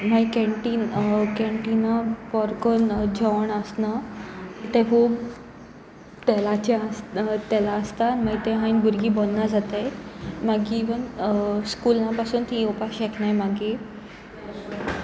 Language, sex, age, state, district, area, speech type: Goan Konkani, female, 18-30, Goa, Sanguem, rural, spontaneous